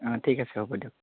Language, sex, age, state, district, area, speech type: Assamese, male, 18-30, Assam, Dhemaji, urban, conversation